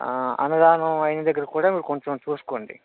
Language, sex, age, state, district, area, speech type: Telugu, male, 60+, Andhra Pradesh, Vizianagaram, rural, conversation